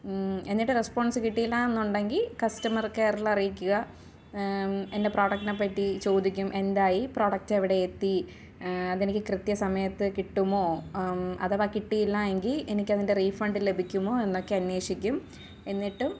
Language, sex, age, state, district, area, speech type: Malayalam, female, 18-30, Kerala, Thiruvananthapuram, rural, spontaneous